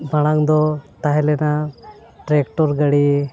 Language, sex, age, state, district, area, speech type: Santali, male, 30-45, Jharkhand, Bokaro, rural, spontaneous